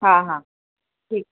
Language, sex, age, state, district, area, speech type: Sindhi, female, 45-60, Maharashtra, Thane, urban, conversation